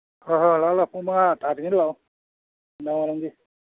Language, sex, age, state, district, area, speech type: Manipuri, male, 60+, Manipur, Kakching, rural, conversation